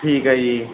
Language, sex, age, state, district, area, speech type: Punjabi, male, 18-30, Punjab, Bathinda, rural, conversation